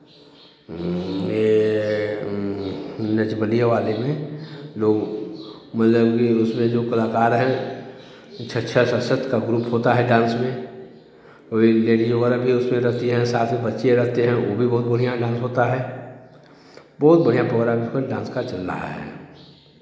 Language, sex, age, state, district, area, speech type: Hindi, male, 45-60, Uttar Pradesh, Chandauli, urban, spontaneous